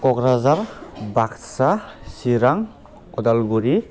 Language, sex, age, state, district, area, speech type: Bodo, male, 18-30, Assam, Udalguri, urban, spontaneous